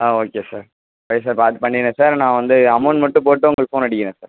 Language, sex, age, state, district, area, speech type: Tamil, male, 18-30, Tamil Nadu, Perambalur, urban, conversation